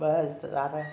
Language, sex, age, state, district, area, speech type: Sindhi, other, 60+, Maharashtra, Thane, urban, spontaneous